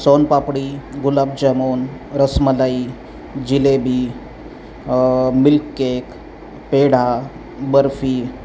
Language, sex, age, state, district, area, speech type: Marathi, male, 30-45, Maharashtra, Osmanabad, rural, spontaneous